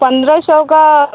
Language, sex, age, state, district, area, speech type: Hindi, female, 18-30, Uttar Pradesh, Mirzapur, urban, conversation